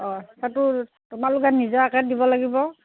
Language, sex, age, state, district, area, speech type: Assamese, female, 45-60, Assam, Dhemaji, rural, conversation